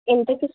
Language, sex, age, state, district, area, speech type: Telugu, female, 18-30, Telangana, Ranga Reddy, rural, conversation